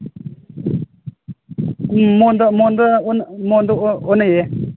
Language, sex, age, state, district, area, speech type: Manipuri, male, 45-60, Manipur, Imphal East, rural, conversation